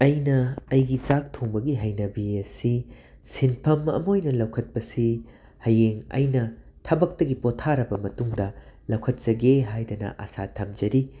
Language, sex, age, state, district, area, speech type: Manipuri, male, 45-60, Manipur, Imphal West, urban, spontaneous